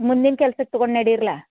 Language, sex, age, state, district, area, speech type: Kannada, female, 60+, Karnataka, Belgaum, rural, conversation